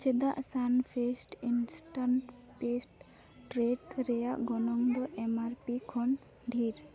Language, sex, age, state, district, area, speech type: Santali, female, 18-30, West Bengal, Dakshin Dinajpur, rural, read